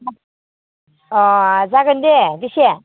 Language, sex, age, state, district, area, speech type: Bodo, female, 30-45, Assam, Baksa, rural, conversation